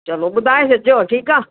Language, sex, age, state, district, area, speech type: Sindhi, female, 60+, Delhi, South Delhi, urban, conversation